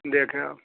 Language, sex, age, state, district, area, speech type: Urdu, male, 30-45, Uttar Pradesh, Saharanpur, urban, conversation